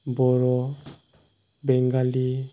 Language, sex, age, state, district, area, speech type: Bodo, male, 18-30, Assam, Chirang, rural, spontaneous